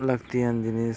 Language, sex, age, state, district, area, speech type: Santali, male, 18-30, Jharkhand, East Singhbhum, rural, spontaneous